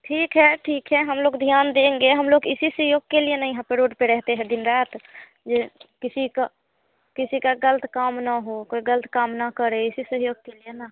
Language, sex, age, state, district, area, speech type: Hindi, female, 30-45, Bihar, Muzaffarpur, urban, conversation